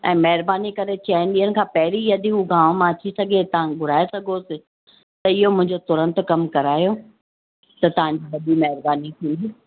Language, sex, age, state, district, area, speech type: Sindhi, female, 45-60, Rajasthan, Ajmer, urban, conversation